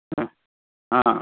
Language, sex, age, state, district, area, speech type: Sanskrit, male, 60+, Karnataka, Dakshina Kannada, rural, conversation